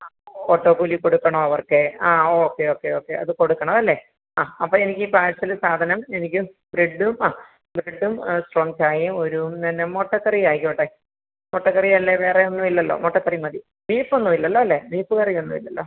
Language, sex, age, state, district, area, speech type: Malayalam, female, 45-60, Kerala, Kottayam, rural, conversation